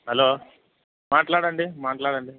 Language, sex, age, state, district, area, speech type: Telugu, male, 30-45, Andhra Pradesh, Anantapur, rural, conversation